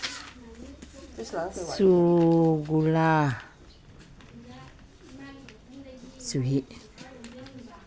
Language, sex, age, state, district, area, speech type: Manipuri, female, 60+, Manipur, Imphal East, rural, spontaneous